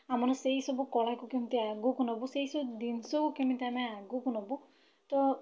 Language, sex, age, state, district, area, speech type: Odia, female, 30-45, Odisha, Bhadrak, rural, spontaneous